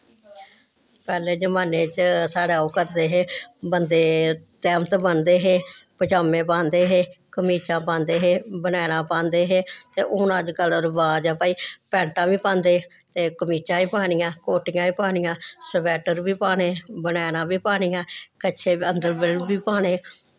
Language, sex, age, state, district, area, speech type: Dogri, female, 60+, Jammu and Kashmir, Samba, urban, spontaneous